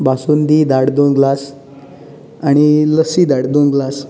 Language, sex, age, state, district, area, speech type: Goan Konkani, male, 18-30, Goa, Bardez, urban, spontaneous